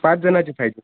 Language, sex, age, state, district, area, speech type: Marathi, male, 18-30, Maharashtra, Hingoli, urban, conversation